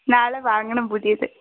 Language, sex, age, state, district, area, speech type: Malayalam, female, 18-30, Kerala, Wayanad, rural, conversation